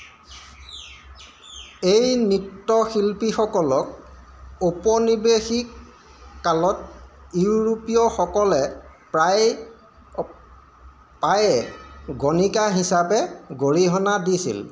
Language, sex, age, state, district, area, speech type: Assamese, male, 45-60, Assam, Golaghat, urban, read